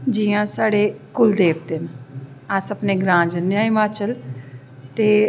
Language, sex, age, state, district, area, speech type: Dogri, female, 45-60, Jammu and Kashmir, Jammu, urban, spontaneous